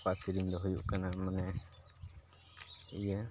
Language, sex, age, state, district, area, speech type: Santali, male, 30-45, Jharkhand, Pakur, rural, spontaneous